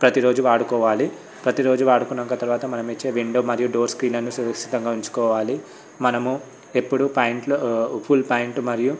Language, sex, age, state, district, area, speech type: Telugu, male, 18-30, Telangana, Vikarabad, urban, spontaneous